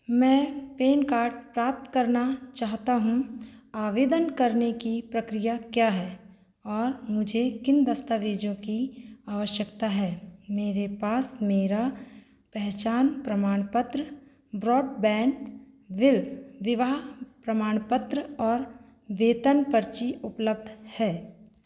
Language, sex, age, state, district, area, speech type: Hindi, female, 30-45, Madhya Pradesh, Seoni, rural, read